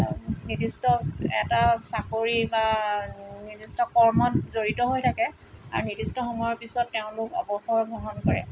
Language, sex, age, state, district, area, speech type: Assamese, female, 45-60, Assam, Tinsukia, rural, spontaneous